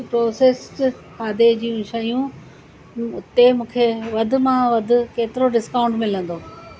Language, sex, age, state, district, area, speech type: Sindhi, female, 60+, Gujarat, Surat, urban, read